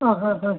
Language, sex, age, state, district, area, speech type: Malayalam, female, 45-60, Kerala, Palakkad, rural, conversation